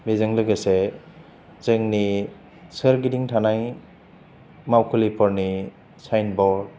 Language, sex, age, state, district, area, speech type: Bodo, male, 30-45, Assam, Chirang, rural, spontaneous